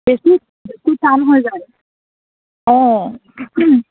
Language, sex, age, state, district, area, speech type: Assamese, female, 18-30, Assam, Charaideo, rural, conversation